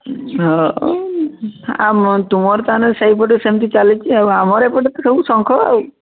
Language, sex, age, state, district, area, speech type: Odia, male, 18-30, Odisha, Mayurbhanj, rural, conversation